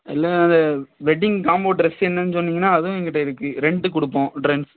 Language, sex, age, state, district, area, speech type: Tamil, male, 18-30, Tamil Nadu, Thoothukudi, rural, conversation